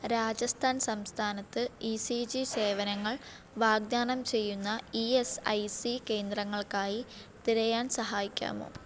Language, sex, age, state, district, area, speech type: Malayalam, female, 18-30, Kerala, Alappuzha, rural, read